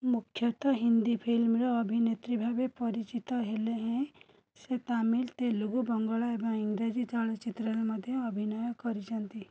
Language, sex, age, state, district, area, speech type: Odia, female, 30-45, Odisha, Cuttack, urban, read